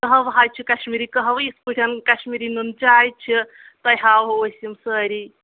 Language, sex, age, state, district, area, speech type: Kashmiri, female, 30-45, Jammu and Kashmir, Anantnag, rural, conversation